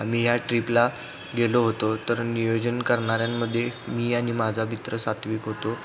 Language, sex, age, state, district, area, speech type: Marathi, male, 18-30, Maharashtra, Kolhapur, urban, spontaneous